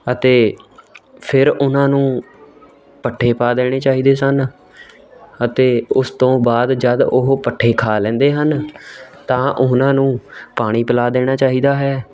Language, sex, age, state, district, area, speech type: Punjabi, male, 18-30, Punjab, Shaheed Bhagat Singh Nagar, rural, spontaneous